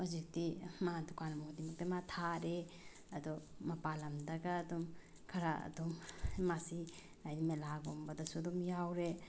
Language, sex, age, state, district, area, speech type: Manipuri, female, 18-30, Manipur, Bishnupur, rural, spontaneous